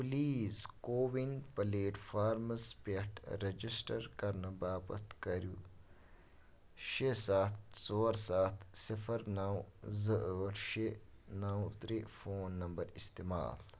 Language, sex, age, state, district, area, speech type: Kashmiri, male, 30-45, Jammu and Kashmir, Kupwara, rural, read